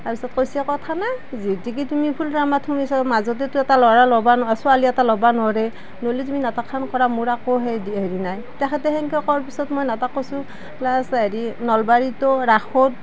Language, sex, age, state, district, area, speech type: Assamese, female, 45-60, Assam, Nalbari, rural, spontaneous